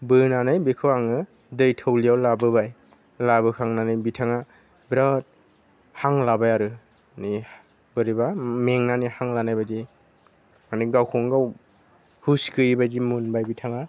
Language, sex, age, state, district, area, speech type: Bodo, male, 30-45, Assam, Kokrajhar, rural, spontaneous